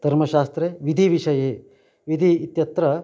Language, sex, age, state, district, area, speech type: Sanskrit, male, 45-60, Karnataka, Uttara Kannada, rural, spontaneous